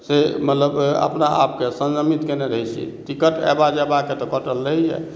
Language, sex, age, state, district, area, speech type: Maithili, male, 45-60, Bihar, Madhubani, urban, spontaneous